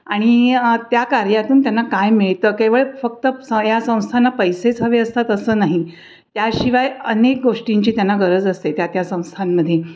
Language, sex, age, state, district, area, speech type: Marathi, female, 60+, Maharashtra, Pune, urban, spontaneous